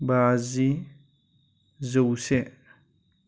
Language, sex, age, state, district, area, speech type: Bodo, male, 30-45, Assam, Chirang, rural, spontaneous